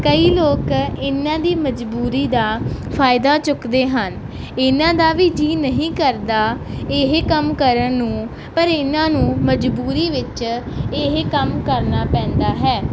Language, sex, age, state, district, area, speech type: Punjabi, female, 18-30, Punjab, Barnala, rural, spontaneous